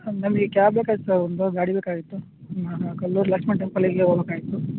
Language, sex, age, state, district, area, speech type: Kannada, male, 30-45, Karnataka, Raichur, rural, conversation